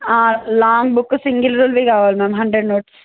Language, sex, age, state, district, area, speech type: Telugu, female, 18-30, Telangana, Mahbubnagar, urban, conversation